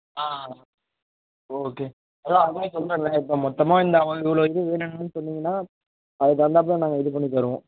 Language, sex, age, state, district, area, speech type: Tamil, male, 18-30, Tamil Nadu, Perambalur, rural, conversation